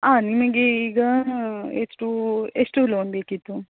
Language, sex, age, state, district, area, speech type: Kannada, female, 30-45, Karnataka, Dakshina Kannada, rural, conversation